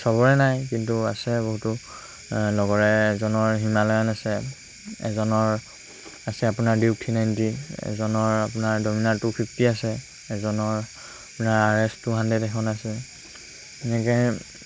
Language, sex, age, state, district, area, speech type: Assamese, male, 18-30, Assam, Lakhimpur, rural, spontaneous